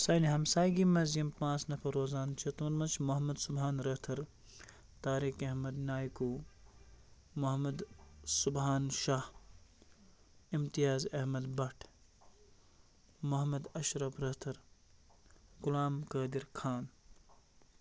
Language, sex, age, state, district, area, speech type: Kashmiri, male, 45-60, Jammu and Kashmir, Baramulla, rural, spontaneous